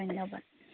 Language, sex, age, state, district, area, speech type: Assamese, female, 30-45, Assam, Biswanath, rural, conversation